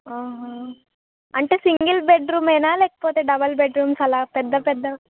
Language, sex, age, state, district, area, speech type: Telugu, female, 18-30, Telangana, Khammam, rural, conversation